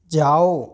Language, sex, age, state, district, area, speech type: Hindi, male, 45-60, Rajasthan, Karauli, rural, read